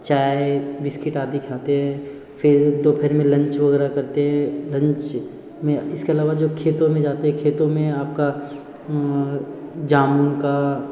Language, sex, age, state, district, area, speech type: Hindi, male, 30-45, Bihar, Darbhanga, rural, spontaneous